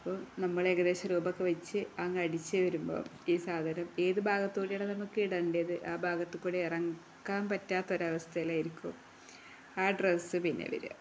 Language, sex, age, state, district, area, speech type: Malayalam, female, 45-60, Kerala, Kozhikode, rural, spontaneous